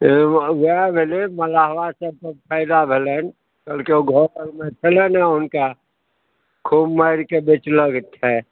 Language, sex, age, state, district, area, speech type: Maithili, male, 60+, Bihar, Madhubani, urban, conversation